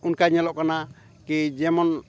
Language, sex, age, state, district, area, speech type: Santali, male, 45-60, Jharkhand, Bokaro, rural, spontaneous